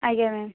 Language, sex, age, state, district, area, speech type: Odia, female, 18-30, Odisha, Nabarangpur, urban, conversation